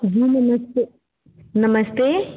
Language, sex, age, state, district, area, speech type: Hindi, female, 18-30, Uttar Pradesh, Bhadohi, rural, conversation